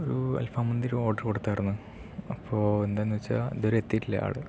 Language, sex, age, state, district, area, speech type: Malayalam, male, 18-30, Kerala, Palakkad, rural, spontaneous